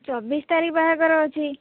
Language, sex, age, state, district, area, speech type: Odia, female, 18-30, Odisha, Balasore, rural, conversation